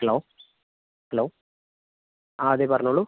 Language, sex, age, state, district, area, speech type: Malayalam, male, 30-45, Kerala, Wayanad, rural, conversation